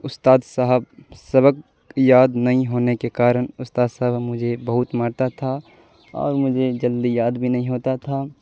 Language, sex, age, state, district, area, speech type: Urdu, male, 18-30, Bihar, Supaul, rural, spontaneous